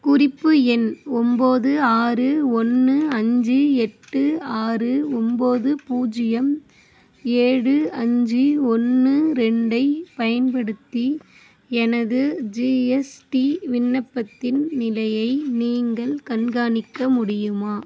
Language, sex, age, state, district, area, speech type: Tamil, female, 18-30, Tamil Nadu, Ariyalur, rural, read